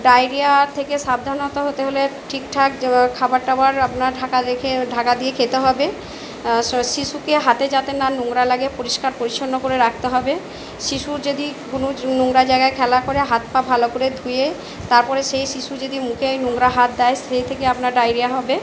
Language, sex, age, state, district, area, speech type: Bengali, female, 45-60, West Bengal, Purba Bardhaman, urban, spontaneous